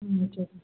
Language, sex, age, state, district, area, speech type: Tamil, female, 30-45, Tamil Nadu, Namakkal, rural, conversation